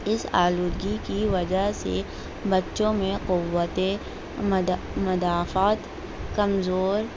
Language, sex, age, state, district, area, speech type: Urdu, female, 18-30, Delhi, North East Delhi, urban, spontaneous